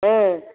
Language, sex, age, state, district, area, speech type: Kannada, female, 60+, Karnataka, Mandya, rural, conversation